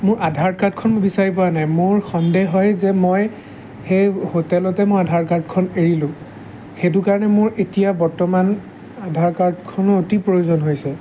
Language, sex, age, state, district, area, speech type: Assamese, male, 18-30, Assam, Jorhat, urban, spontaneous